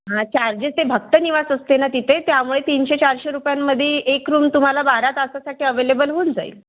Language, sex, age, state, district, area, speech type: Marathi, female, 30-45, Maharashtra, Thane, urban, conversation